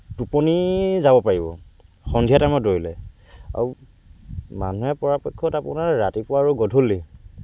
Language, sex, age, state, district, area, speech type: Assamese, male, 18-30, Assam, Lakhimpur, rural, spontaneous